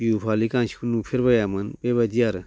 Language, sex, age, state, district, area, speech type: Bodo, male, 60+, Assam, Baksa, rural, spontaneous